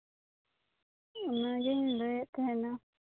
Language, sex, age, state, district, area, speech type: Santali, female, 18-30, West Bengal, Birbhum, rural, conversation